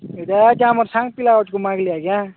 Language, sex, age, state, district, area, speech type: Odia, male, 45-60, Odisha, Nabarangpur, rural, conversation